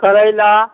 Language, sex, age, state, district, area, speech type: Maithili, male, 60+, Bihar, Begusarai, rural, conversation